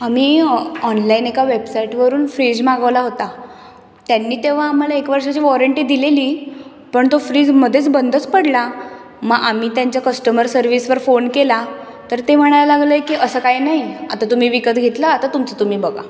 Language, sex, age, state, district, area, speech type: Marathi, female, 18-30, Maharashtra, Mumbai City, urban, spontaneous